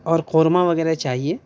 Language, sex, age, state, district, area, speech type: Urdu, male, 18-30, Delhi, South Delhi, urban, spontaneous